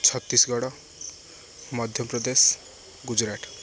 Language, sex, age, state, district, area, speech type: Odia, male, 18-30, Odisha, Jagatsinghpur, rural, spontaneous